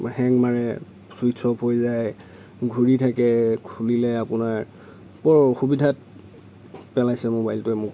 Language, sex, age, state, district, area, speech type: Assamese, male, 30-45, Assam, Lakhimpur, rural, spontaneous